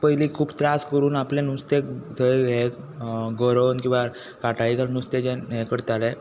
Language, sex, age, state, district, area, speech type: Goan Konkani, male, 18-30, Goa, Tiswadi, rural, spontaneous